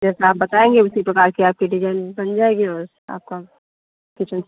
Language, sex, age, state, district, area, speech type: Hindi, female, 60+, Uttar Pradesh, Hardoi, rural, conversation